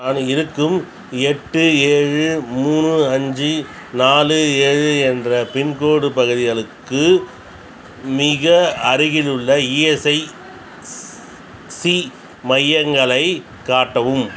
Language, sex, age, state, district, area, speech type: Tamil, male, 45-60, Tamil Nadu, Tiruchirappalli, rural, read